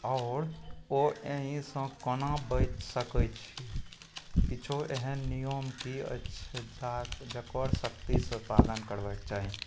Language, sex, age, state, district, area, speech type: Maithili, male, 18-30, Bihar, Araria, rural, spontaneous